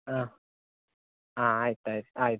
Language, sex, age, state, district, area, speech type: Kannada, male, 18-30, Karnataka, Dakshina Kannada, rural, conversation